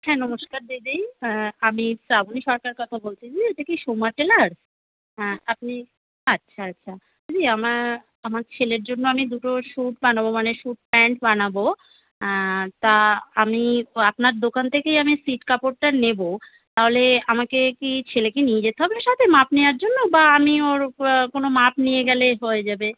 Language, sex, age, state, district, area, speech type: Bengali, female, 30-45, West Bengal, Howrah, urban, conversation